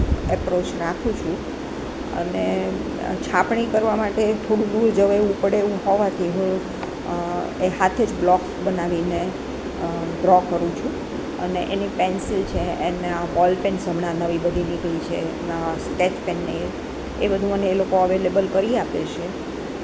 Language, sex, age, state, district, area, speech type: Gujarati, female, 60+, Gujarat, Rajkot, urban, spontaneous